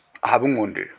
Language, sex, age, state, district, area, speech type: Assamese, male, 45-60, Assam, Dhemaji, rural, spontaneous